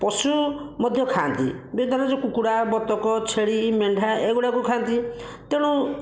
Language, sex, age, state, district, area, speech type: Odia, male, 30-45, Odisha, Bhadrak, rural, spontaneous